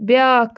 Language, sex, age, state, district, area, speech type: Kashmiri, female, 30-45, Jammu and Kashmir, Ganderbal, rural, read